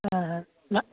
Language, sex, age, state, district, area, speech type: Telugu, male, 18-30, Telangana, Nalgonda, urban, conversation